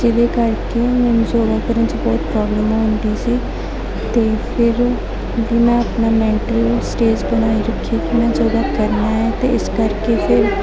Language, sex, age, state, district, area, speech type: Punjabi, female, 18-30, Punjab, Gurdaspur, urban, spontaneous